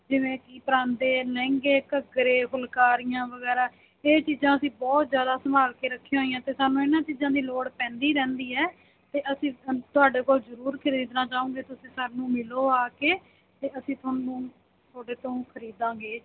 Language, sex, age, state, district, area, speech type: Punjabi, female, 30-45, Punjab, Mansa, urban, conversation